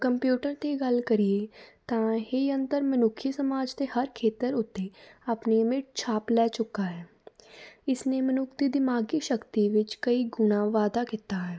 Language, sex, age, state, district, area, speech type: Punjabi, female, 18-30, Punjab, Fatehgarh Sahib, rural, spontaneous